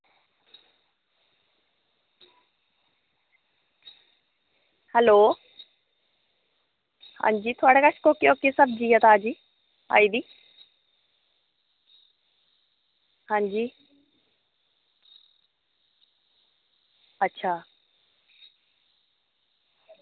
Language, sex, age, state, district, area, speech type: Dogri, female, 30-45, Jammu and Kashmir, Reasi, rural, conversation